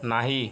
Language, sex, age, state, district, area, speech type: Marathi, male, 30-45, Maharashtra, Yavatmal, rural, read